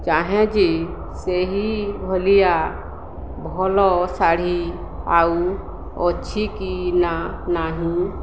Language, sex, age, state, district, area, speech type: Odia, female, 45-60, Odisha, Balangir, urban, spontaneous